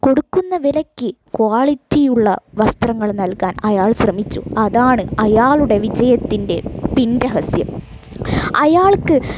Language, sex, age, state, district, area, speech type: Malayalam, female, 30-45, Kerala, Malappuram, rural, spontaneous